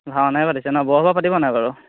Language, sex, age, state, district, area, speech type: Assamese, male, 18-30, Assam, Majuli, urban, conversation